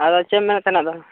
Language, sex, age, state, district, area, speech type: Santali, male, 18-30, Jharkhand, Pakur, rural, conversation